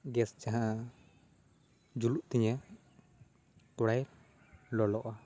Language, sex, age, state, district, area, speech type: Santali, male, 18-30, West Bengal, Purba Bardhaman, rural, spontaneous